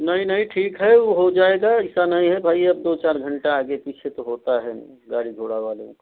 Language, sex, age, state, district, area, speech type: Hindi, male, 30-45, Uttar Pradesh, Prayagraj, rural, conversation